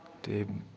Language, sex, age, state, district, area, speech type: Dogri, male, 18-30, Jammu and Kashmir, Udhampur, rural, spontaneous